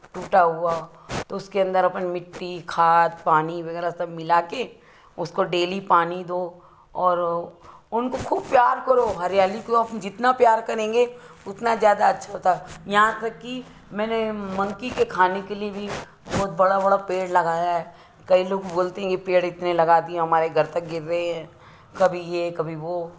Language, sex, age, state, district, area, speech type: Hindi, female, 60+, Madhya Pradesh, Ujjain, urban, spontaneous